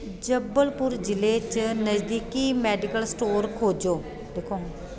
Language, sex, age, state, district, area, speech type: Dogri, female, 30-45, Jammu and Kashmir, Kathua, rural, read